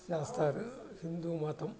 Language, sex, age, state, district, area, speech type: Telugu, male, 60+, Andhra Pradesh, Guntur, urban, spontaneous